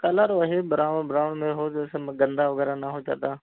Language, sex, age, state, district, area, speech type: Hindi, male, 30-45, Uttar Pradesh, Hardoi, rural, conversation